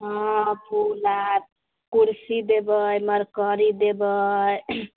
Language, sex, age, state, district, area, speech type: Maithili, female, 18-30, Bihar, Samastipur, urban, conversation